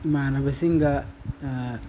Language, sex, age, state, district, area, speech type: Manipuri, male, 30-45, Manipur, Imphal East, rural, spontaneous